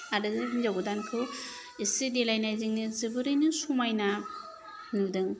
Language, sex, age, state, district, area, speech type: Bodo, female, 30-45, Assam, Kokrajhar, rural, spontaneous